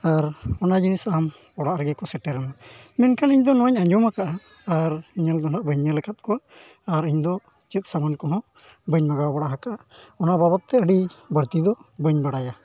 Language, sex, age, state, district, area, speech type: Santali, male, 45-60, Jharkhand, East Singhbhum, rural, spontaneous